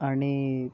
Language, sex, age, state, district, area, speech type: Marathi, male, 18-30, Maharashtra, Nagpur, urban, spontaneous